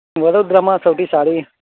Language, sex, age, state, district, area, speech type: Gujarati, male, 30-45, Gujarat, Narmada, rural, conversation